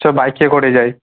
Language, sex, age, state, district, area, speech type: Bengali, male, 18-30, West Bengal, Kolkata, urban, conversation